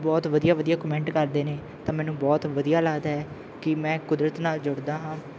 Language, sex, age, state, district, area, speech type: Punjabi, male, 18-30, Punjab, Bathinda, rural, spontaneous